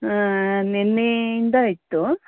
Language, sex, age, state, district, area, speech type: Kannada, female, 45-60, Karnataka, Bangalore Urban, urban, conversation